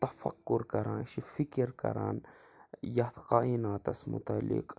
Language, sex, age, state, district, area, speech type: Kashmiri, male, 18-30, Jammu and Kashmir, Budgam, rural, spontaneous